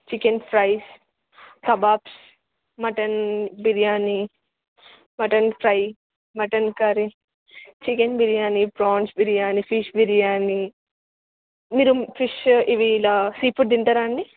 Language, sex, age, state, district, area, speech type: Telugu, female, 18-30, Telangana, Wanaparthy, urban, conversation